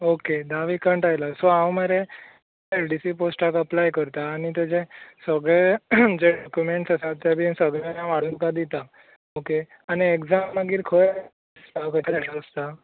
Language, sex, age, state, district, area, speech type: Goan Konkani, male, 18-30, Goa, Tiswadi, rural, conversation